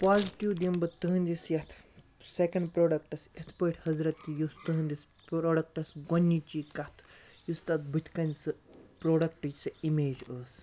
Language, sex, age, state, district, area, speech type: Kashmiri, male, 60+, Jammu and Kashmir, Baramulla, rural, spontaneous